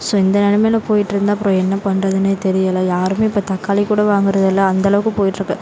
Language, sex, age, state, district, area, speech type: Tamil, female, 18-30, Tamil Nadu, Sivaganga, rural, spontaneous